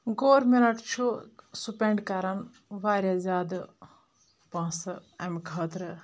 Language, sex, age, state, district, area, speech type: Kashmiri, female, 30-45, Jammu and Kashmir, Anantnag, rural, spontaneous